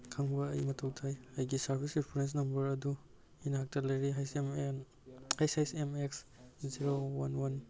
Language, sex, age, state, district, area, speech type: Manipuri, male, 18-30, Manipur, Kangpokpi, urban, read